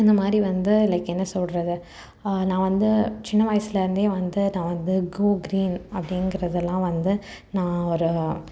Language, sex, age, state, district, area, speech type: Tamil, female, 18-30, Tamil Nadu, Salem, urban, spontaneous